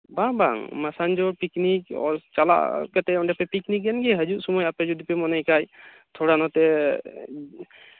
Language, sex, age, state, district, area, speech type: Santali, male, 18-30, West Bengal, Birbhum, rural, conversation